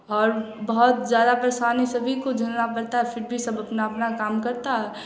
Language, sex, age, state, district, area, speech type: Hindi, female, 18-30, Bihar, Samastipur, rural, spontaneous